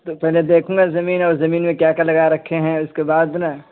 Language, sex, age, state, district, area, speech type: Urdu, male, 18-30, Uttar Pradesh, Saharanpur, urban, conversation